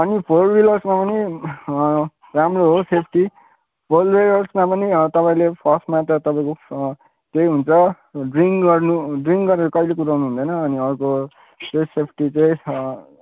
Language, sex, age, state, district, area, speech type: Nepali, male, 18-30, West Bengal, Kalimpong, rural, conversation